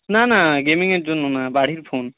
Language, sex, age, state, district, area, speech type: Bengali, male, 45-60, West Bengal, Jhargram, rural, conversation